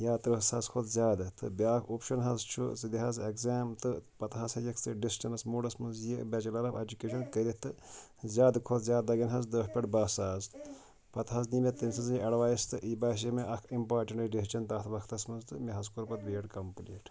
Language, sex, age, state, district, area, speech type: Kashmiri, male, 30-45, Jammu and Kashmir, Shopian, rural, spontaneous